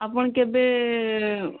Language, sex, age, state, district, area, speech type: Odia, female, 18-30, Odisha, Sundergarh, urban, conversation